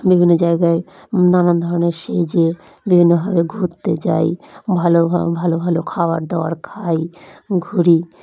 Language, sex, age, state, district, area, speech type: Bengali, female, 45-60, West Bengal, Dakshin Dinajpur, urban, spontaneous